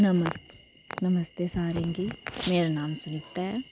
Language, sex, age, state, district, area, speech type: Dogri, female, 30-45, Jammu and Kashmir, Reasi, rural, spontaneous